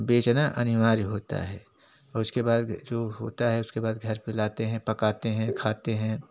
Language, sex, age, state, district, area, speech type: Hindi, male, 45-60, Uttar Pradesh, Jaunpur, rural, spontaneous